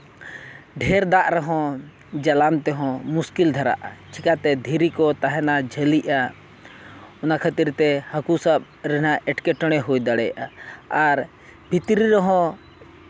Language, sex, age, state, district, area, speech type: Santali, male, 45-60, Jharkhand, Seraikela Kharsawan, rural, spontaneous